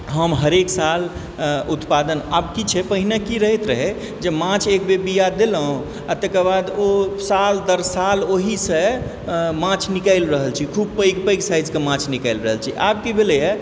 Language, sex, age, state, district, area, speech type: Maithili, male, 45-60, Bihar, Supaul, rural, spontaneous